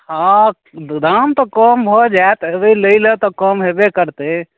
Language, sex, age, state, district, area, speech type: Maithili, male, 30-45, Bihar, Darbhanga, rural, conversation